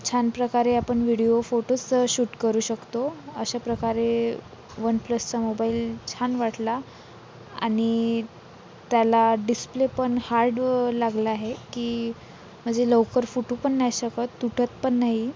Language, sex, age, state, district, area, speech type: Marathi, female, 45-60, Maharashtra, Nagpur, urban, spontaneous